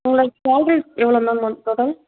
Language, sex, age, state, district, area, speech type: Tamil, female, 18-30, Tamil Nadu, Chengalpattu, urban, conversation